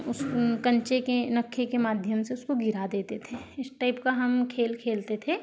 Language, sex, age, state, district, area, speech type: Hindi, female, 45-60, Madhya Pradesh, Balaghat, rural, spontaneous